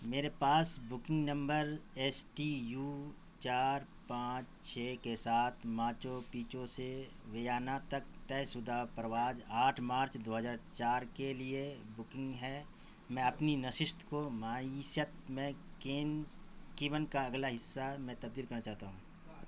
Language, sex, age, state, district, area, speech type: Urdu, male, 45-60, Bihar, Saharsa, rural, read